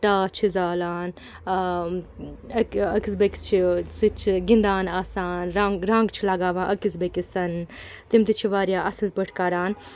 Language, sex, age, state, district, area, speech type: Kashmiri, female, 45-60, Jammu and Kashmir, Srinagar, urban, spontaneous